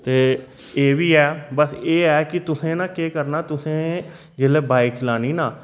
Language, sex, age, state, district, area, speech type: Dogri, male, 30-45, Jammu and Kashmir, Reasi, urban, spontaneous